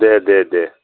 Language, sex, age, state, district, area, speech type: Assamese, male, 60+, Assam, Udalguri, rural, conversation